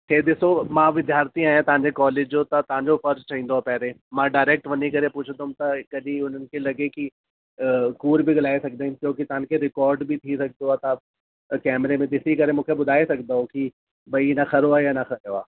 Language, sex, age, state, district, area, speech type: Sindhi, male, 30-45, Delhi, South Delhi, urban, conversation